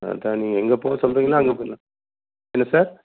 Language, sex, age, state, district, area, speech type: Tamil, male, 45-60, Tamil Nadu, Dharmapuri, rural, conversation